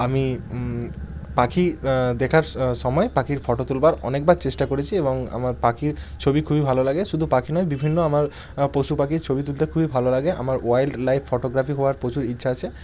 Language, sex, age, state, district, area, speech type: Bengali, male, 18-30, West Bengal, Bankura, urban, spontaneous